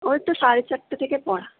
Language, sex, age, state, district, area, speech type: Bengali, female, 45-60, West Bengal, Purba Bardhaman, rural, conversation